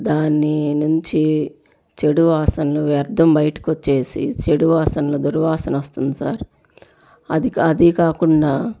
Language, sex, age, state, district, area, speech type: Telugu, female, 30-45, Andhra Pradesh, Bapatla, urban, spontaneous